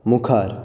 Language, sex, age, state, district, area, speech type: Goan Konkani, male, 18-30, Goa, Bardez, urban, read